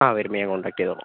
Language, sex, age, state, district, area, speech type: Malayalam, male, 45-60, Kerala, Wayanad, rural, conversation